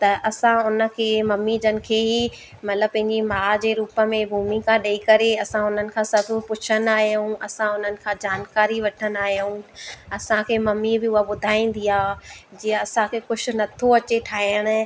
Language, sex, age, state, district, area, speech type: Sindhi, female, 30-45, Madhya Pradesh, Katni, urban, spontaneous